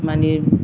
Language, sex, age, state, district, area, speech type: Bodo, female, 45-60, Assam, Kokrajhar, urban, spontaneous